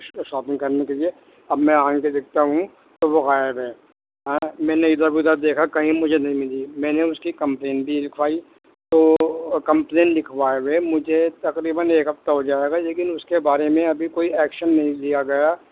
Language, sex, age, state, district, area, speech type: Urdu, male, 45-60, Delhi, Central Delhi, urban, conversation